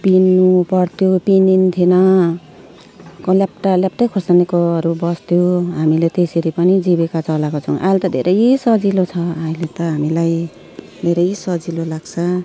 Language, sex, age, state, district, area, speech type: Nepali, female, 45-60, West Bengal, Jalpaiguri, urban, spontaneous